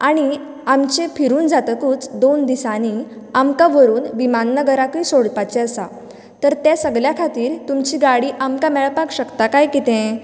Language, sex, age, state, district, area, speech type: Goan Konkani, female, 18-30, Goa, Canacona, rural, spontaneous